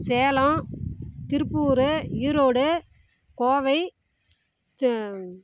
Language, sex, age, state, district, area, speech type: Tamil, female, 30-45, Tamil Nadu, Salem, rural, spontaneous